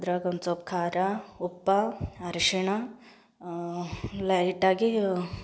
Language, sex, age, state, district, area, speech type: Kannada, female, 18-30, Karnataka, Gulbarga, urban, spontaneous